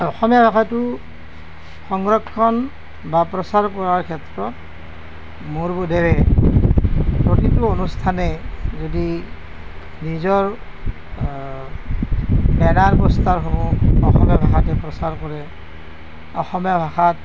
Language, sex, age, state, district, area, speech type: Assamese, male, 60+, Assam, Nalbari, rural, spontaneous